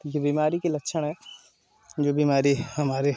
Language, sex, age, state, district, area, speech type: Hindi, male, 30-45, Uttar Pradesh, Jaunpur, rural, spontaneous